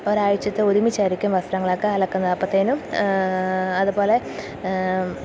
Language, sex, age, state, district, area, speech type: Malayalam, female, 30-45, Kerala, Kottayam, rural, spontaneous